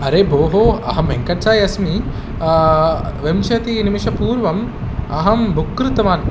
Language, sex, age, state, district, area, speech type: Sanskrit, male, 18-30, Telangana, Hyderabad, urban, spontaneous